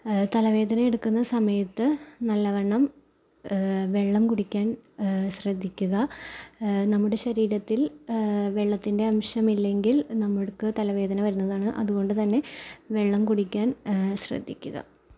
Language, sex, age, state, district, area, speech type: Malayalam, female, 18-30, Kerala, Ernakulam, rural, spontaneous